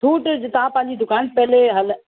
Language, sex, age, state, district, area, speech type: Sindhi, female, 30-45, Uttar Pradesh, Lucknow, urban, conversation